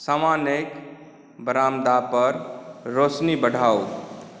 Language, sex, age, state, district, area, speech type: Maithili, male, 45-60, Bihar, Saharsa, urban, read